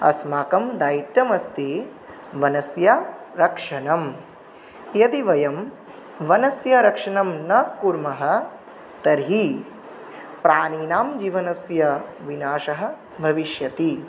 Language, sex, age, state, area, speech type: Sanskrit, male, 18-30, Tripura, rural, spontaneous